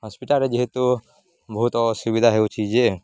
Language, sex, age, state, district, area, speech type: Odia, male, 18-30, Odisha, Nuapada, rural, spontaneous